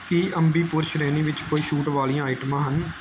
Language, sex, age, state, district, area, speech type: Punjabi, male, 18-30, Punjab, Gurdaspur, urban, read